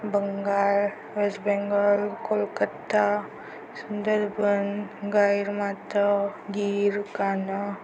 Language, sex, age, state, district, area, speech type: Marathi, female, 18-30, Maharashtra, Ratnagiri, rural, spontaneous